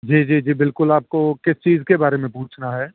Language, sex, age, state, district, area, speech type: Urdu, male, 45-60, Delhi, South Delhi, urban, conversation